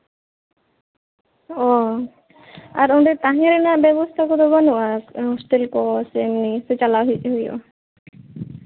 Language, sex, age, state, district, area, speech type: Santali, female, 18-30, West Bengal, Bankura, rural, conversation